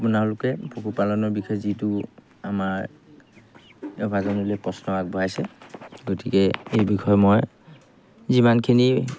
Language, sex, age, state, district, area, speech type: Assamese, male, 45-60, Assam, Golaghat, urban, spontaneous